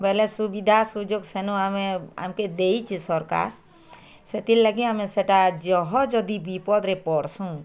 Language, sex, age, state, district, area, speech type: Odia, female, 60+, Odisha, Bargarh, rural, spontaneous